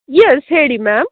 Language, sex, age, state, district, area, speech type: Kannada, female, 18-30, Karnataka, Uttara Kannada, rural, conversation